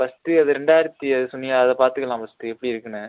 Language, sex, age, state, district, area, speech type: Tamil, male, 30-45, Tamil Nadu, Pudukkottai, rural, conversation